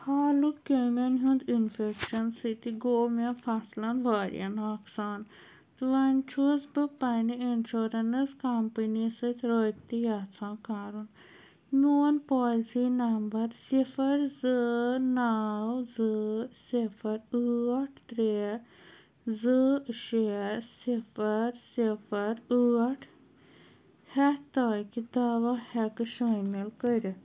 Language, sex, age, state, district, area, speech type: Kashmiri, female, 30-45, Jammu and Kashmir, Anantnag, urban, read